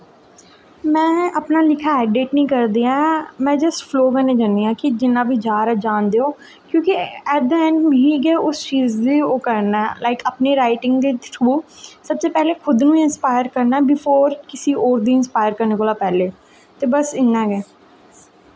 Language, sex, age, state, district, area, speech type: Dogri, female, 18-30, Jammu and Kashmir, Jammu, rural, spontaneous